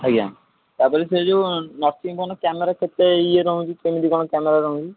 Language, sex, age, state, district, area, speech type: Odia, male, 18-30, Odisha, Puri, urban, conversation